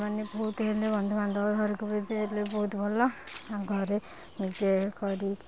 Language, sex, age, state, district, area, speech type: Odia, female, 60+, Odisha, Kendujhar, urban, spontaneous